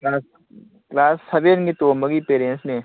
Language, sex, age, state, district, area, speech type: Manipuri, male, 30-45, Manipur, Kakching, rural, conversation